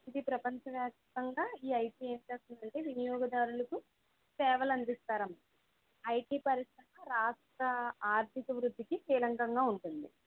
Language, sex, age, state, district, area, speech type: Telugu, female, 18-30, Andhra Pradesh, Konaseema, rural, conversation